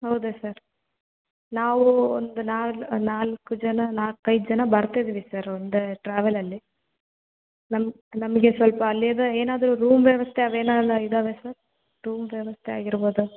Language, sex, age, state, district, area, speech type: Kannada, female, 18-30, Karnataka, Bellary, urban, conversation